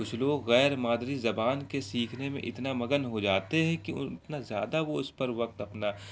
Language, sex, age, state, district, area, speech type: Urdu, male, 18-30, Bihar, Araria, rural, spontaneous